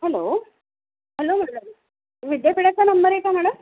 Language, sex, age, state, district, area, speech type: Marathi, female, 45-60, Maharashtra, Nanded, urban, conversation